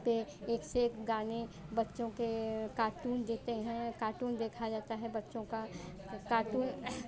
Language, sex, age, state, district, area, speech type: Hindi, female, 45-60, Uttar Pradesh, Chandauli, rural, spontaneous